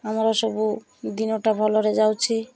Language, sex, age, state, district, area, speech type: Odia, female, 45-60, Odisha, Malkangiri, urban, spontaneous